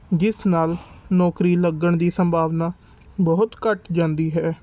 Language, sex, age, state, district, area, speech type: Punjabi, male, 18-30, Punjab, Patiala, urban, spontaneous